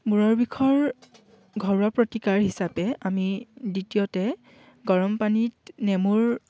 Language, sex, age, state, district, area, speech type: Assamese, male, 18-30, Assam, Dhemaji, rural, spontaneous